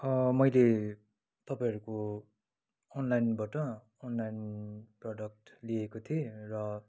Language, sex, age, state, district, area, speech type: Nepali, male, 30-45, West Bengal, Kalimpong, rural, spontaneous